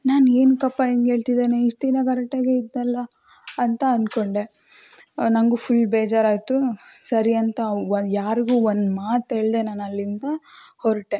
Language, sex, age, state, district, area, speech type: Kannada, female, 18-30, Karnataka, Davanagere, rural, spontaneous